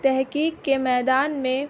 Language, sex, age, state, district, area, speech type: Urdu, female, 18-30, Bihar, Gaya, rural, spontaneous